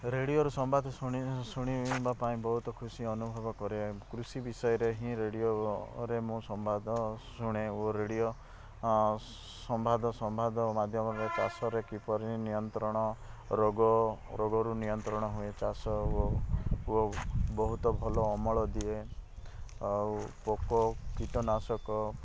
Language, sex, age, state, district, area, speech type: Odia, male, 30-45, Odisha, Rayagada, rural, spontaneous